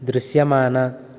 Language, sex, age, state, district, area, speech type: Telugu, male, 18-30, Andhra Pradesh, Eluru, rural, read